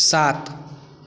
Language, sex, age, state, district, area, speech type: Maithili, male, 18-30, Bihar, Samastipur, rural, read